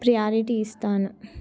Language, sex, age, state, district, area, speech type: Telugu, female, 18-30, Telangana, Warangal, rural, spontaneous